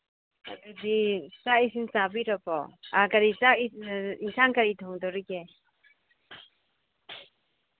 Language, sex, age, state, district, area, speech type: Manipuri, female, 30-45, Manipur, Imphal East, rural, conversation